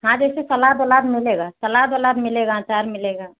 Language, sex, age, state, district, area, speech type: Hindi, female, 60+, Uttar Pradesh, Ayodhya, rural, conversation